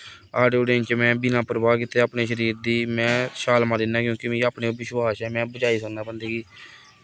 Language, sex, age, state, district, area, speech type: Dogri, male, 18-30, Jammu and Kashmir, Kathua, rural, spontaneous